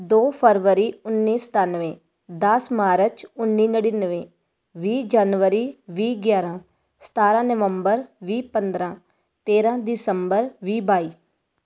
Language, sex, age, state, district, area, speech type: Punjabi, female, 30-45, Punjab, Tarn Taran, rural, spontaneous